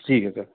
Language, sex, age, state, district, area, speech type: Urdu, male, 30-45, Delhi, South Delhi, urban, conversation